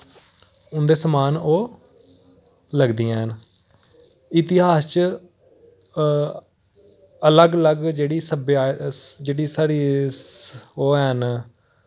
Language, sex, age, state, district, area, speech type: Dogri, male, 18-30, Jammu and Kashmir, Kathua, rural, spontaneous